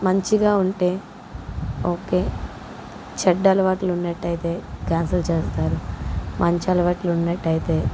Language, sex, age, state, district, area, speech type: Telugu, female, 45-60, Telangana, Mancherial, rural, spontaneous